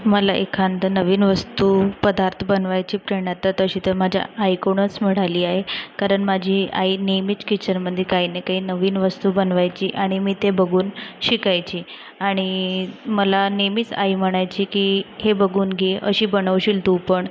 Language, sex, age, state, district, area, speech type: Marathi, female, 30-45, Maharashtra, Nagpur, urban, spontaneous